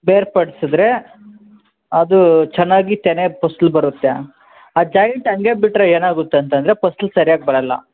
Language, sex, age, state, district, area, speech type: Kannada, male, 18-30, Karnataka, Kolar, rural, conversation